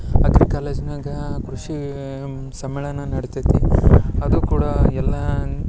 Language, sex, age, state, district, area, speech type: Kannada, male, 18-30, Karnataka, Dharwad, rural, spontaneous